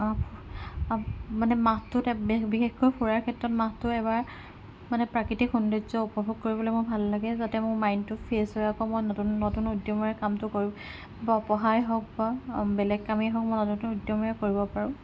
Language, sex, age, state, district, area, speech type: Assamese, female, 18-30, Assam, Kamrup Metropolitan, urban, spontaneous